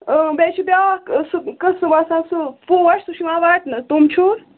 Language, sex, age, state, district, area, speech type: Kashmiri, female, 30-45, Jammu and Kashmir, Ganderbal, rural, conversation